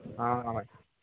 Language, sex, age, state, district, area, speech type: Telugu, male, 18-30, Andhra Pradesh, Kakinada, rural, conversation